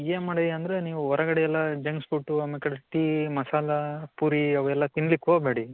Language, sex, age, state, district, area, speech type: Kannada, male, 18-30, Karnataka, Dharwad, rural, conversation